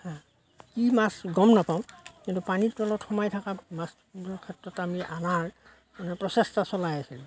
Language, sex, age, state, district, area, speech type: Assamese, male, 45-60, Assam, Darrang, rural, spontaneous